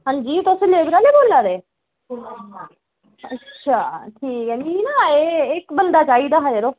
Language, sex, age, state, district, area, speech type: Dogri, female, 30-45, Jammu and Kashmir, Udhampur, urban, conversation